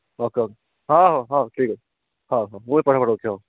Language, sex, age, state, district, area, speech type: Odia, male, 45-60, Odisha, Malkangiri, urban, conversation